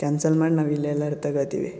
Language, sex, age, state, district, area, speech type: Kannada, male, 18-30, Karnataka, Shimoga, rural, spontaneous